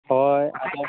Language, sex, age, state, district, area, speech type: Santali, male, 30-45, Odisha, Mayurbhanj, rural, conversation